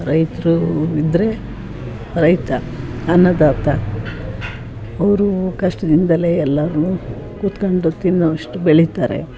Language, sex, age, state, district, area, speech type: Kannada, female, 60+, Karnataka, Chitradurga, rural, spontaneous